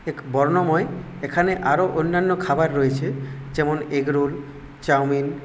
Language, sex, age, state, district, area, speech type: Bengali, male, 30-45, West Bengal, Purulia, rural, spontaneous